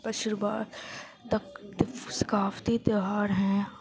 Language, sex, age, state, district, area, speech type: Urdu, female, 18-30, Uttar Pradesh, Gautam Buddha Nagar, rural, spontaneous